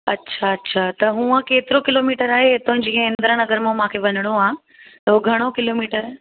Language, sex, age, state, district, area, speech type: Sindhi, female, 18-30, Uttar Pradesh, Lucknow, urban, conversation